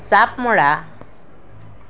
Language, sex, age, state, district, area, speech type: Assamese, female, 60+, Assam, Dibrugarh, rural, read